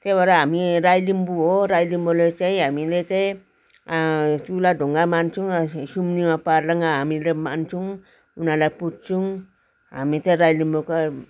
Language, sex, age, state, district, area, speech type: Nepali, female, 60+, West Bengal, Darjeeling, rural, spontaneous